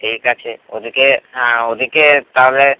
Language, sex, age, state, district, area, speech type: Bengali, male, 18-30, West Bengal, Howrah, urban, conversation